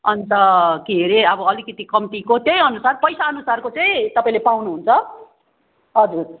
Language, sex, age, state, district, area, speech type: Nepali, female, 45-60, West Bengal, Darjeeling, rural, conversation